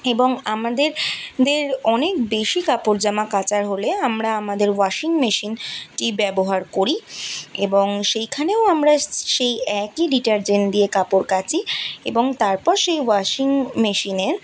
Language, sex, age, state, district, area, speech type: Bengali, female, 18-30, West Bengal, Kolkata, urban, spontaneous